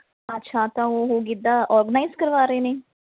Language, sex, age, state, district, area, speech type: Punjabi, female, 30-45, Punjab, Mohali, rural, conversation